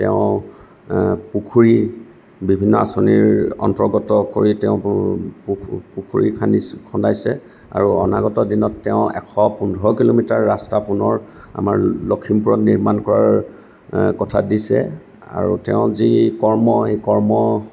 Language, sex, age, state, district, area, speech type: Assamese, male, 45-60, Assam, Lakhimpur, rural, spontaneous